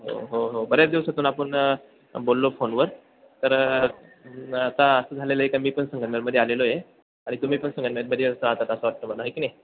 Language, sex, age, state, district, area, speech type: Marathi, male, 18-30, Maharashtra, Ahmednagar, urban, conversation